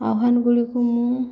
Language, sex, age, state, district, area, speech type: Odia, female, 30-45, Odisha, Subarnapur, urban, spontaneous